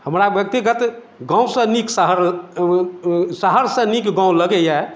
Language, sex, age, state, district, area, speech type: Maithili, male, 45-60, Bihar, Madhubani, rural, spontaneous